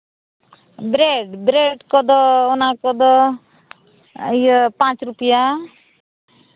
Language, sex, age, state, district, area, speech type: Santali, female, 30-45, Jharkhand, East Singhbhum, rural, conversation